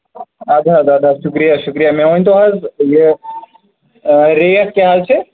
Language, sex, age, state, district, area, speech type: Kashmiri, male, 30-45, Jammu and Kashmir, Shopian, rural, conversation